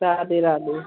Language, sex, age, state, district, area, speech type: Hindi, female, 30-45, Madhya Pradesh, Gwalior, rural, conversation